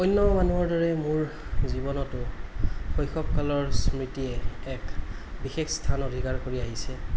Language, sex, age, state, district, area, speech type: Assamese, male, 30-45, Assam, Kamrup Metropolitan, urban, spontaneous